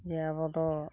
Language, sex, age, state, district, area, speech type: Santali, female, 45-60, West Bengal, Purulia, rural, spontaneous